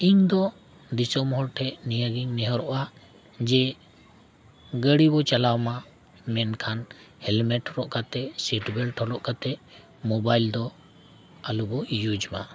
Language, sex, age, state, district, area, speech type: Santali, male, 45-60, Jharkhand, Bokaro, rural, spontaneous